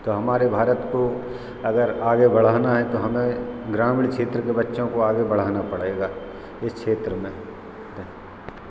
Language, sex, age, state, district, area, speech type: Hindi, male, 30-45, Madhya Pradesh, Hoshangabad, rural, spontaneous